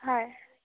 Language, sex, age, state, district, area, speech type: Assamese, female, 18-30, Assam, Biswanath, rural, conversation